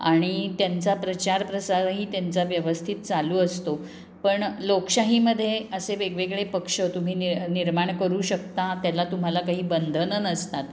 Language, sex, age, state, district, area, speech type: Marathi, female, 60+, Maharashtra, Pune, urban, spontaneous